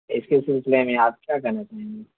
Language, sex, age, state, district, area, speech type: Urdu, male, 18-30, Bihar, Purnia, rural, conversation